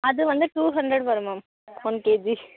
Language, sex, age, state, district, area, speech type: Tamil, female, 18-30, Tamil Nadu, Tiruvarur, rural, conversation